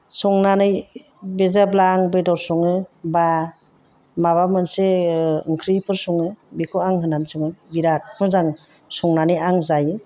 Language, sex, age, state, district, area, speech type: Bodo, female, 45-60, Assam, Chirang, rural, spontaneous